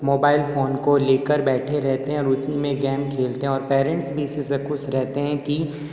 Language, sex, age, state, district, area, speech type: Hindi, male, 30-45, Rajasthan, Jodhpur, urban, spontaneous